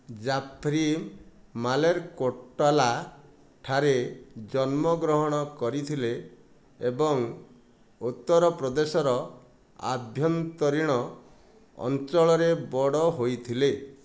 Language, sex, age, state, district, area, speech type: Odia, male, 60+, Odisha, Kandhamal, rural, read